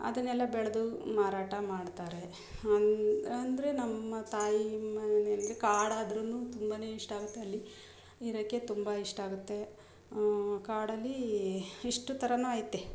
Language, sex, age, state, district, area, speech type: Kannada, female, 45-60, Karnataka, Mysore, rural, spontaneous